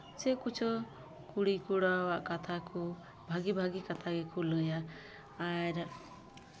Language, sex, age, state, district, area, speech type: Santali, female, 30-45, West Bengal, Malda, rural, spontaneous